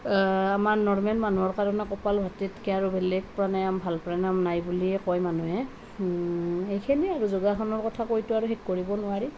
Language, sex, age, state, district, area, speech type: Assamese, female, 30-45, Assam, Nalbari, rural, spontaneous